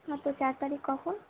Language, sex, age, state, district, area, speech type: Bengali, female, 18-30, West Bengal, Malda, urban, conversation